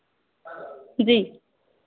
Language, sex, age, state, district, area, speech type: Hindi, female, 18-30, Uttar Pradesh, Varanasi, urban, conversation